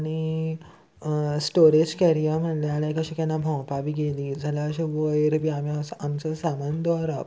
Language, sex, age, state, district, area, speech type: Goan Konkani, male, 18-30, Goa, Salcete, urban, spontaneous